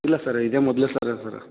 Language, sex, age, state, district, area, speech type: Kannada, male, 18-30, Karnataka, Raichur, urban, conversation